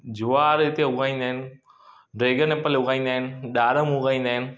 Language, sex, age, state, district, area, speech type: Sindhi, male, 30-45, Gujarat, Kutch, rural, spontaneous